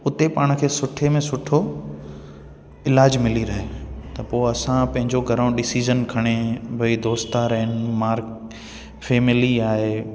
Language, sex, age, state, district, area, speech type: Sindhi, male, 18-30, Gujarat, Junagadh, urban, spontaneous